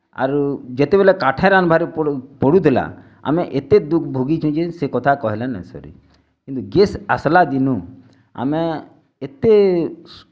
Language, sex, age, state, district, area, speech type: Odia, male, 30-45, Odisha, Bargarh, rural, spontaneous